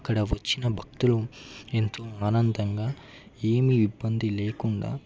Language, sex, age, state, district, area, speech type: Telugu, male, 18-30, Telangana, Ranga Reddy, urban, spontaneous